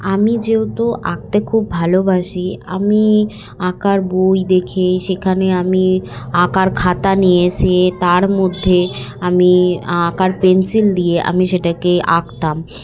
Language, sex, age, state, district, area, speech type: Bengali, female, 18-30, West Bengal, Hooghly, urban, spontaneous